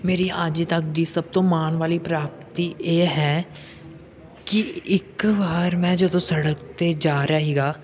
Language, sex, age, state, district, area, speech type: Punjabi, male, 18-30, Punjab, Pathankot, urban, spontaneous